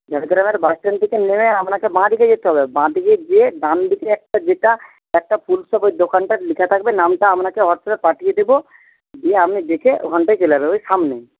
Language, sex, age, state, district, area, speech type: Bengali, male, 30-45, West Bengal, Jhargram, rural, conversation